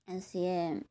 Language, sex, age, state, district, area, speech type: Odia, female, 30-45, Odisha, Mayurbhanj, rural, spontaneous